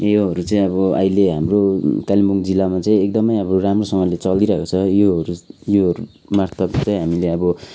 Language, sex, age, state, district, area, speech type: Nepali, male, 30-45, West Bengal, Kalimpong, rural, spontaneous